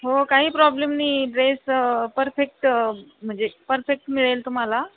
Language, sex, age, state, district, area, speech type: Marathi, female, 30-45, Maharashtra, Buldhana, rural, conversation